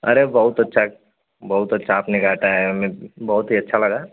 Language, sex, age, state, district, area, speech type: Hindi, male, 18-30, Uttar Pradesh, Azamgarh, rural, conversation